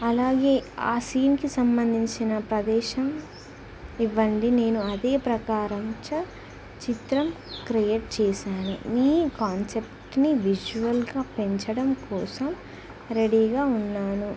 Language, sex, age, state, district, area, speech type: Telugu, female, 18-30, Telangana, Warangal, rural, spontaneous